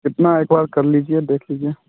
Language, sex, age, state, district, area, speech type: Hindi, male, 18-30, Bihar, Muzaffarpur, rural, conversation